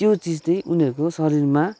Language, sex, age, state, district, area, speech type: Nepali, male, 30-45, West Bengal, Kalimpong, rural, spontaneous